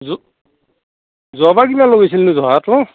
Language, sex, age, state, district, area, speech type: Assamese, male, 60+, Assam, Darrang, rural, conversation